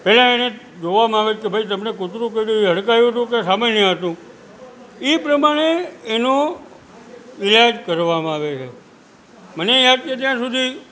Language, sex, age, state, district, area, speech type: Gujarati, male, 60+, Gujarat, Junagadh, rural, spontaneous